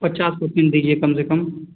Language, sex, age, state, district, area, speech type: Hindi, male, 30-45, Uttar Pradesh, Azamgarh, rural, conversation